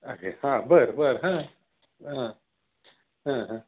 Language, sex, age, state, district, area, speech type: Marathi, male, 60+, Maharashtra, Osmanabad, rural, conversation